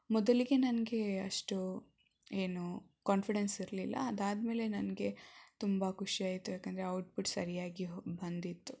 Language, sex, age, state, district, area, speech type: Kannada, female, 18-30, Karnataka, Shimoga, rural, spontaneous